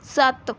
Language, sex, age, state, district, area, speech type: Punjabi, female, 18-30, Punjab, Mohali, rural, read